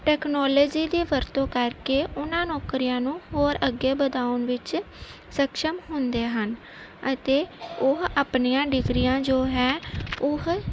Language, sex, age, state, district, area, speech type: Punjabi, female, 30-45, Punjab, Gurdaspur, rural, spontaneous